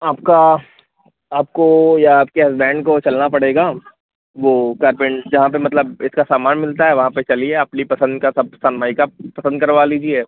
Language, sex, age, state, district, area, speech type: Hindi, male, 45-60, Uttar Pradesh, Lucknow, rural, conversation